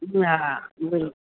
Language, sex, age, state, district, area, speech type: Sindhi, female, 45-60, Delhi, South Delhi, urban, conversation